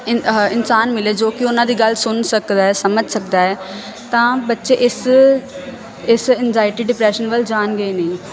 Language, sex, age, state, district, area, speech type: Punjabi, female, 18-30, Punjab, Firozpur, urban, spontaneous